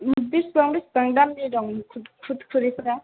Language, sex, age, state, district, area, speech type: Bodo, female, 18-30, Assam, Chirang, rural, conversation